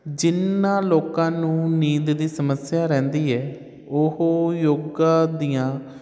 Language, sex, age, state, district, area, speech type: Punjabi, male, 30-45, Punjab, Hoshiarpur, urban, spontaneous